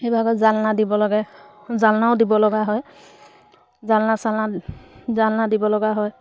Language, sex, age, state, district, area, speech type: Assamese, female, 30-45, Assam, Charaideo, rural, spontaneous